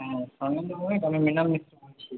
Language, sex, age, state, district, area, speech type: Bengali, male, 30-45, West Bengal, Paschim Bardhaman, urban, conversation